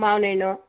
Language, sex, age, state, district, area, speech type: Kannada, female, 45-60, Karnataka, Mandya, rural, conversation